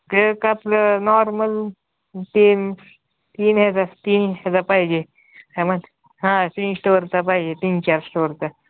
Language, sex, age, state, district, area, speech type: Marathi, male, 18-30, Maharashtra, Osmanabad, rural, conversation